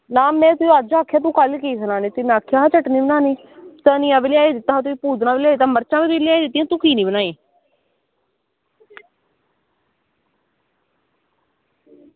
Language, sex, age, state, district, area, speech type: Dogri, female, 18-30, Jammu and Kashmir, Samba, rural, conversation